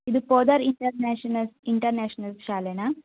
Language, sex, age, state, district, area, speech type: Kannada, female, 18-30, Karnataka, Tumkur, rural, conversation